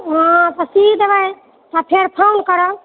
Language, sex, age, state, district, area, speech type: Maithili, female, 60+, Bihar, Purnia, urban, conversation